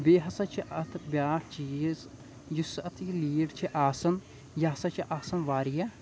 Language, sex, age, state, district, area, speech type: Kashmiri, male, 30-45, Jammu and Kashmir, Kulgam, rural, spontaneous